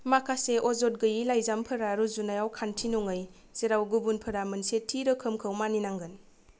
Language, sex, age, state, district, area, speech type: Bodo, female, 30-45, Assam, Kokrajhar, rural, read